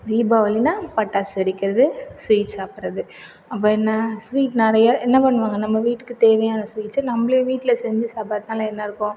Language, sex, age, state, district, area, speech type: Tamil, female, 45-60, Tamil Nadu, Cuddalore, rural, spontaneous